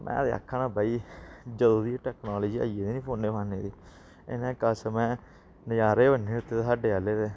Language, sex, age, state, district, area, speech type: Dogri, male, 18-30, Jammu and Kashmir, Samba, urban, spontaneous